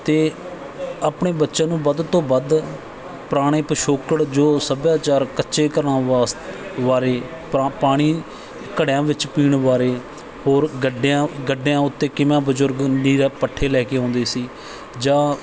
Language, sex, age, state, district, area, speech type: Punjabi, male, 30-45, Punjab, Bathinda, rural, spontaneous